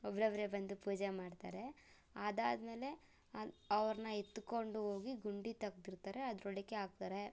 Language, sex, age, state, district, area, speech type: Kannada, female, 30-45, Karnataka, Tumkur, rural, spontaneous